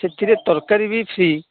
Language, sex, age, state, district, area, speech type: Odia, male, 45-60, Odisha, Gajapati, rural, conversation